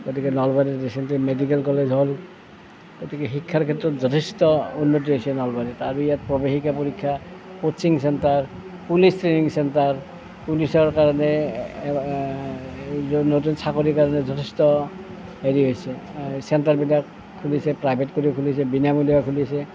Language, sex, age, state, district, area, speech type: Assamese, male, 60+, Assam, Nalbari, rural, spontaneous